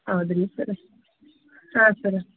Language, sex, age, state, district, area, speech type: Kannada, female, 30-45, Karnataka, Gulbarga, urban, conversation